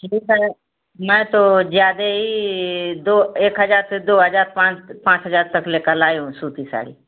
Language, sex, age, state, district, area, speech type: Hindi, female, 60+, Uttar Pradesh, Mau, urban, conversation